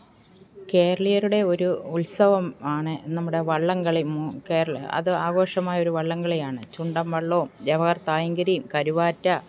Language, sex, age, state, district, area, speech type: Malayalam, female, 45-60, Kerala, Alappuzha, rural, spontaneous